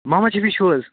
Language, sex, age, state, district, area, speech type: Kashmiri, male, 45-60, Jammu and Kashmir, Budgam, urban, conversation